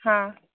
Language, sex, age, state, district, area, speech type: Kannada, female, 30-45, Karnataka, Chitradurga, rural, conversation